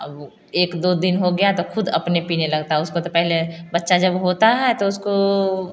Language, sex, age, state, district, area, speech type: Hindi, female, 45-60, Bihar, Samastipur, rural, spontaneous